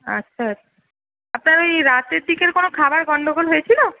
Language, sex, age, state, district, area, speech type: Bengali, female, 30-45, West Bengal, Paschim Medinipur, urban, conversation